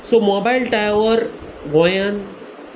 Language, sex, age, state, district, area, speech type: Goan Konkani, male, 30-45, Goa, Salcete, urban, spontaneous